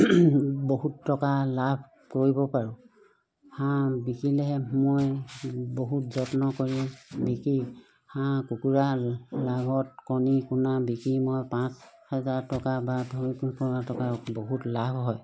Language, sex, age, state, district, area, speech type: Assamese, female, 60+, Assam, Charaideo, rural, spontaneous